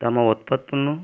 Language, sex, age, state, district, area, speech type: Telugu, male, 45-60, Andhra Pradesh, West Godavari, rural, spontaneous